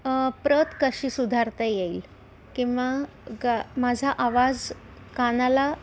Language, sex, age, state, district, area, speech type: Marathi, female, 45-60, Maharashtra, Pune, urban, spontaneous